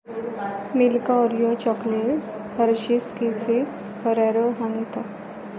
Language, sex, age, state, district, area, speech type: Goan Konkani, female, 18-30, Goa, Pernem, rural, spontaneous